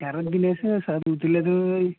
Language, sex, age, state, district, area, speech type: Telugu, male, 30-45, Andhra Pradesh, Konaseema, rural, conversation